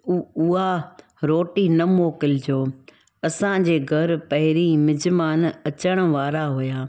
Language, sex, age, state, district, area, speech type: Sindhi, female, 45-60, Gujarat, Junagadh, rural, spontaneous